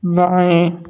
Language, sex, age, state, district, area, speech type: Hindi, male, 60+, Uttar Pradesh, Sonbhadra, rural, read